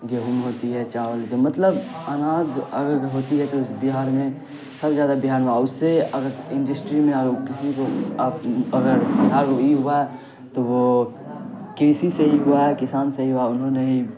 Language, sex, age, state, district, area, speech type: Urdu, male, 18-30, Bihar, Saharsa, urban, spontaneous